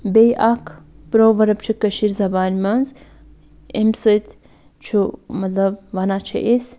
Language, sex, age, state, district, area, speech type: Kashmiri, female, 45-60, Jammu and Kashmir, Budgam, rural, spontaneous